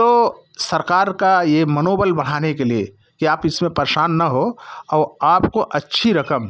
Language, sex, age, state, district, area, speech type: Hindi, male, 60+, Uttar Pradesh, Jaunpur, rural, spontaneous